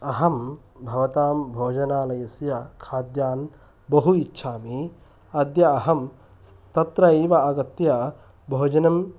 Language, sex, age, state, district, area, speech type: Sanskrit, male, 30-45, Karnataka, Kolar, rural, spontaneous